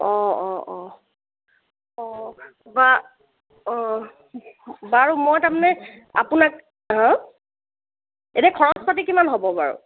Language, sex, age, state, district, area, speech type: Assamese, female, 45-60, Assam, Golaghat, urban, conversation